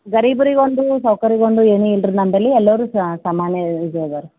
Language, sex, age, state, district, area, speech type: Kannada, female, 18-30, Karnataka, Gulbarga, urban, conversation